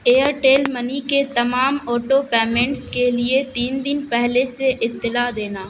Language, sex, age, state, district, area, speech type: Urdu, female, 30-45, Bihar, Supaul, rural, read